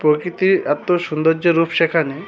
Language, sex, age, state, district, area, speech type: Bengali, male, 18-30, West Bengal, Uttar Dinajpur, urban, spontaneous